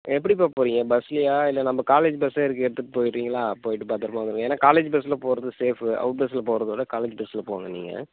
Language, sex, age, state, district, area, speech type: Tamil, male, 30-45, Tamil Nadu, Cuddalore, rural, conversation